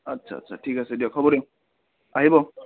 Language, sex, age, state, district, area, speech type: Assamese, male, 18-30, Assam, Udalguri, rural, conversation